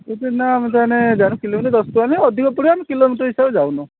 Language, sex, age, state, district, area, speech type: Odia, male, 45-60, Odisha, Kendujhar, urban, conversation